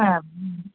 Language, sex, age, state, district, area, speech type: Bengali, female, 60+, West Bengal, South 24 Parganas, rural, conversation